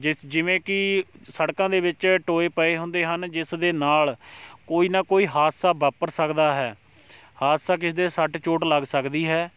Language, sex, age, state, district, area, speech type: Punjabi, male, 18-30, Punjab, Shaheed Bhagat Singh Nagar, rural, spontaneous